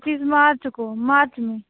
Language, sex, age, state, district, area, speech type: Hindi, female, 18-30, Uttar Pradesh, Jaunpur, rural, conversation